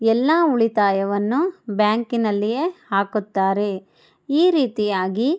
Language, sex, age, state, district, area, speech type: Kannada, female, 30-45, Karnataka, Chikkaballapur, rural, spontaneous